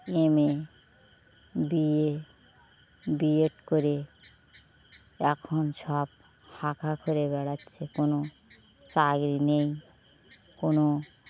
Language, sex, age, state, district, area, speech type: Bengali, female, 45-60, West Bengal, Birbhum, urban, spontaneous